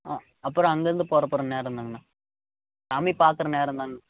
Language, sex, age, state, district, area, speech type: Tamil, male, 45-60, Tamil Nadu, Namakkal, rural, conversation